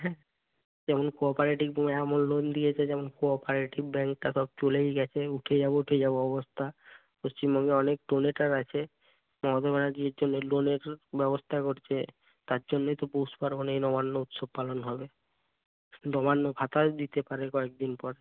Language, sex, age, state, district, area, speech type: Bengali, male, 60+, West Bengal, Purba Medinipur, rural, conversation